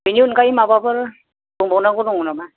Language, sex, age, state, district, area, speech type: Bodo, male, 45-60, Assam, Kokrajhar, urban, conversation